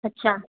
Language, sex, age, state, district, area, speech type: Sindhi, female, 30-45, Maharashtra, Thane, urban, conversation